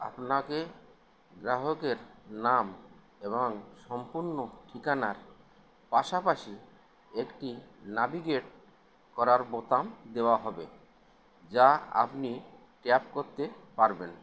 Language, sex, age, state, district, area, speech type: Bengali, male, 60+, West Bengal, Howrah, urban, read